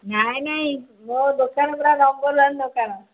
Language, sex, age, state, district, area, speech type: Odia, female, 45-60, Odisha, Angul, rural, conversation